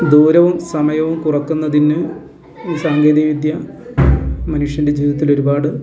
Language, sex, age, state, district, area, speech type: Malayalam, male, 45-60, Kerala, Wayanad, rural, spontaneous